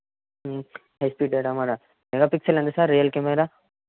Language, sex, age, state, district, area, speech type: Telugu, male, 18-30, Telangana, Ranga Reddy, urban, conversation